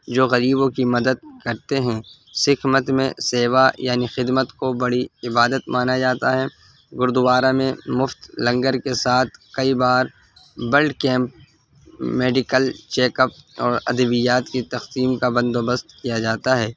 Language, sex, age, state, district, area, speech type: Urdu, male, 18-30, Delhi, North East Delhi, urban, spontaneous